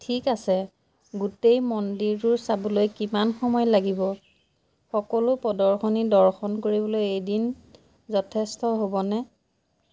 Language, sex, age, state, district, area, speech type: Assamese, female, 45-60, Assam, Majuli, urban, read